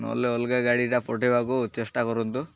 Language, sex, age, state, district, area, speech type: Odia, male, 18-30, Odisha, Malkangiri, urban, spontaneous